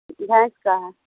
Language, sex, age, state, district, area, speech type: Urdu, female, 60+, Bihar, Khagaria, rural, conversation